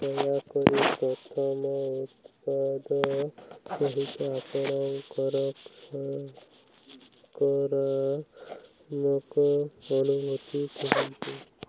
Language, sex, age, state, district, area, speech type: Odia, male, 18-30, Odisha, Malkangiri, urban, spontaneous